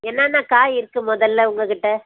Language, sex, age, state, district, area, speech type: Tamil, female, 30-45, Tamil Nadu, Tirupattur, rural, conversation